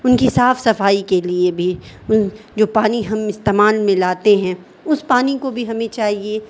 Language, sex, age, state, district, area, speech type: Urdu, female, 18-30, Bihar, Darbhanga, rural, spontaneous